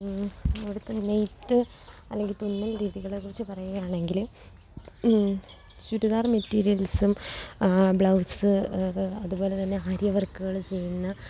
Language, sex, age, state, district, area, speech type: Malayalam, female, 18-30, Kerala, Kollam, rural, spontaneous